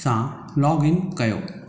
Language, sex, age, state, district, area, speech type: Sindhi, male, 45-60, Maharashtra, Thane, urban, read